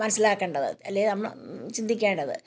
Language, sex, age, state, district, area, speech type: Malayalam, female, 60+, Kerala, Kottayam, rural, spontaneous